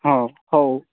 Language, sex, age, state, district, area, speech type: Odia, male, 45-60, Odisha, Nuapada, urban, conversation